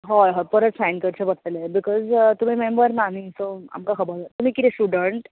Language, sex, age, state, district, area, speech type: Goan Konkani, female, 18-30, Goa, Bardez, urban, conversation